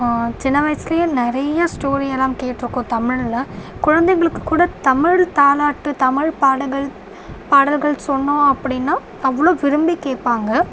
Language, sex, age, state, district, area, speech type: Tamil, female, 18-30, Tamil Nadu, Tiruvarur, urban, spontaneous